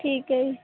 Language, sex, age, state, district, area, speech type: Punjabi, female, 18-30, Punjab, Mansa, urban, conversation